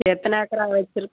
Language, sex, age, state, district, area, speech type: Tamil, female, 30-45, Tamil Nadu, Coimbatore, rural, conversation